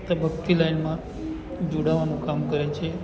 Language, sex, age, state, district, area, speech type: Gujarati, male, 45-60, Gujarat, Narmada, rural, spontaneous